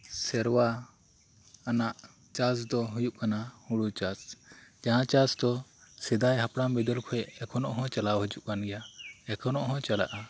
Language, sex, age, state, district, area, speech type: Santali, male, 18-30, West Bengal, Birbhum, rural, spontaneous